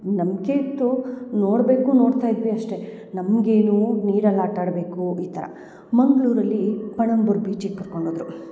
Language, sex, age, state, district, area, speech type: Kannada, female, 30-45, Karnataka, Hassan, urban, spontaneous